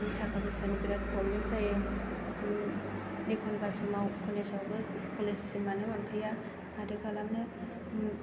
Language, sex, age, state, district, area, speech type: Bodo, female, 18-30, Assam, Chirang, rural, spontaneous